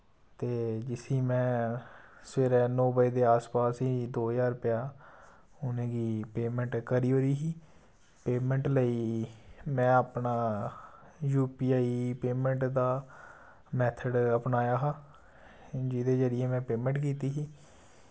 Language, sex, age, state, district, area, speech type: Dogri, male, 18-30, Jammu and Kashmir, Samba, rural, spontaneous